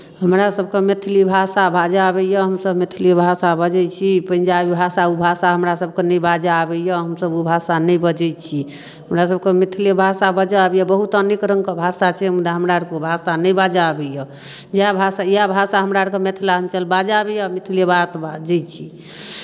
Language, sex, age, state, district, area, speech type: Maithili, female, 45-60, Bihar, Darbhanga, rural, spontaneous